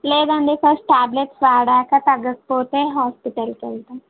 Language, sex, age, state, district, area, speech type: Telugu, female, 18-30, Telangana, Siddipet, urban, conversation